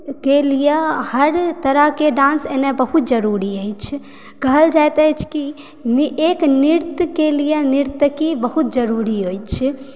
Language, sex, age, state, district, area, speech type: Maithili, female, 18-30, Bihar, Supaul, rural, spontaneous